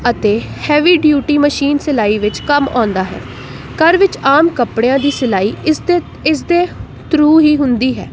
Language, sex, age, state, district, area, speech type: Punjabi, female, 18-30, Punjab, Jalandhar, urban, spontaneous